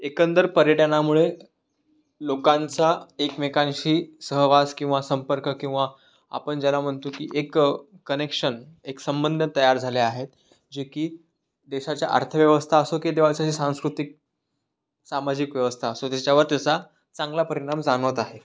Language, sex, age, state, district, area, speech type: Marathi, male, 18-30, Maharashtra, Raigad, rural, spontaneous